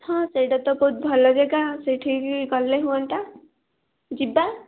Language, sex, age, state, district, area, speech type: Odia, female, 18-30, Odisha, Kendujhar, urban, conversation